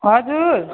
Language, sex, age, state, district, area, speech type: Nepali, female, 30-45, West Bengal, Jalpaiguri, rural, conversation